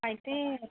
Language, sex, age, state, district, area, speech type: Telugu, female, 45-60, Andhra Pradesh, Visakhapatnam, urban, conversation